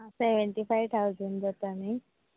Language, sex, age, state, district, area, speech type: Goan Konkani, female, 18-30, Goa, Quepem, rural, conversation